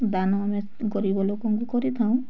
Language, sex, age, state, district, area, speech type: Odia, female, 18-30, Odisha, Bargarh, rural, spontaneous